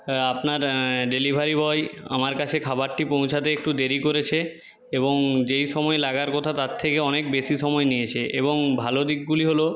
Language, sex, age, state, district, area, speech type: Bengali, male, 30-45, West Bengal, Jhargram, rural, spontaneous